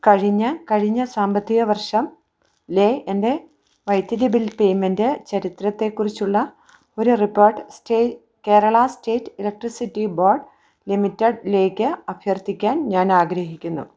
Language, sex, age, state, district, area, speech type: Malayalam, female, 30-45, Kerala, Idukki, rural, read